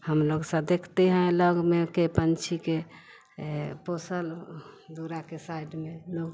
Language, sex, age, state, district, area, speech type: Hindi, female, 45-60, Bihar, Vaishali, rural, spontaneous